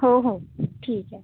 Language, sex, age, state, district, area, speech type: Marathi, female, 45-60, Maharashtra, Nagpur, urban, conversation